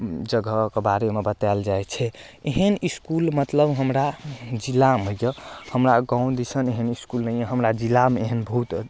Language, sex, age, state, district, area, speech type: Maithili, male, 18-30, Bihar, Darbhanga, rural, spontaneous